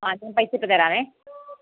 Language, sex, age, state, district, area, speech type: Malayalam, female, 30-45, Kerala, Kollam, rural, conversation